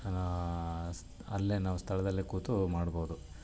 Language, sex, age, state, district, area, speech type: Kannada, male, 30-45, Karnataka, Mysore, urban, spontaneous